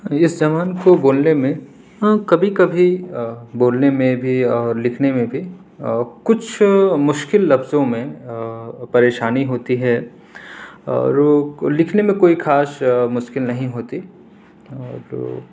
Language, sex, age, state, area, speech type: Urdu, male, 18-30, Uttar Pradesh, urban, spontaneous